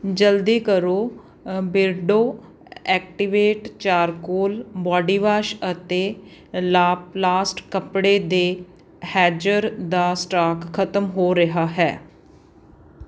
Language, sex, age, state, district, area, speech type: Punjabi, female, 30-45, Punjab, Patiala, urban, read